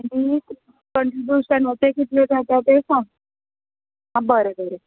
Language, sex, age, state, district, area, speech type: Goan Konkani, female, 30-45, Goa, Tiswadi, rural, conversation